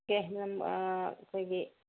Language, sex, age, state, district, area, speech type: Manipuri, female, 60+, Manipur, Kangpokpi, urban, conversation